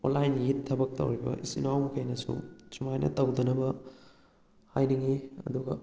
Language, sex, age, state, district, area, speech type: Manipuri, male, 18-30, Manipur, Kakching, rural, spontaneous